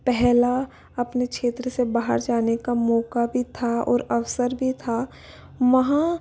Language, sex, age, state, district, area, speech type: Hindi, female, 18-30, Rajasthan, Jaipur, urban, spontaneous